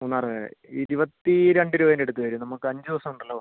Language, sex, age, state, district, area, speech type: Malayalam, male, 30-45, Kerala, Wayanad, rural, conversation